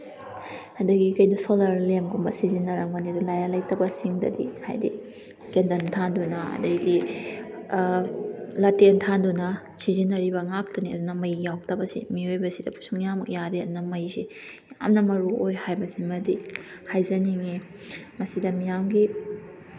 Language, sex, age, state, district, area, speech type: Manipuri, female, 30-45, Manipur, Kakching, rural, spontaneous